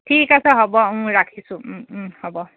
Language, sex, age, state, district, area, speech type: Assamese, female, 30-45, Assam, Dhemaji, rural, conversation